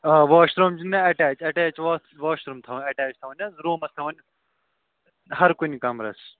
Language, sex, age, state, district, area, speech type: Kashmiri, male, 18-30, Jammu and Kashmir, Ganderbal, rural, conversation